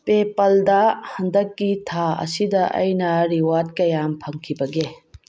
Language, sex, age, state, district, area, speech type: Manipuri, female, 45-60, Manipur, Bishnupur, rural, read